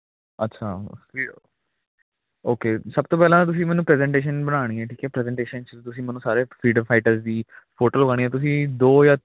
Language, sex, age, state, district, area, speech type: Punjabi, male, 18-30, Punjab, Hoshiarpur, urban, conversation